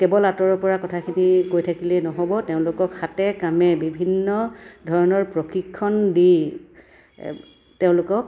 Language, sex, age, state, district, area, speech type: Assamese, female, 45-60, Assam, Dhemaji, rural, spontaneous